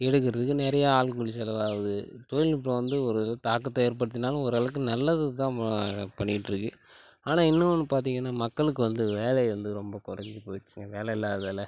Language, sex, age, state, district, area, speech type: Tamil, male, 30-45, Tamil Nadu, Tiruchirappalli, rural, spontaneous